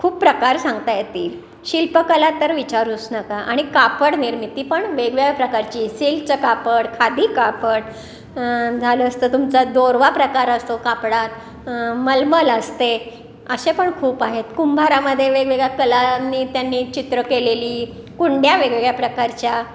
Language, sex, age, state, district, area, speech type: Marathi, female, 60+, Maharashtra, Pune, urban, spontaneous